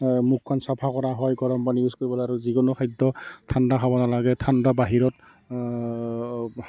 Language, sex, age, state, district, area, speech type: Assamese, male, 30-45, Assam, Barpeta, rural, spontaneous